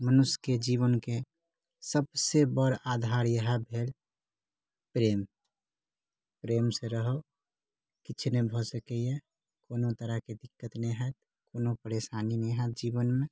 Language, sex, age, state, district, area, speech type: Maithili, male, 30-45, Bihar, Saharsa, rural, spontaneous